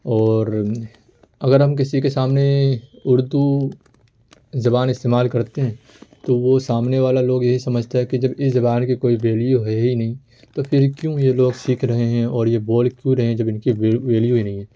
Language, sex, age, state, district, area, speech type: Urdu, male, 18-30, Uttar Pradesh, Ghaziabad, urban, spontaneous